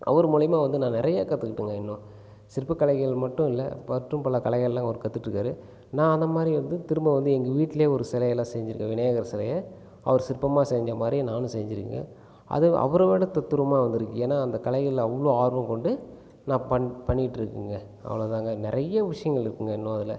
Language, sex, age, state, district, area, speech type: Tamil, male, 30-45, Tamil Nadu, Cuddalore, rural, spontaneous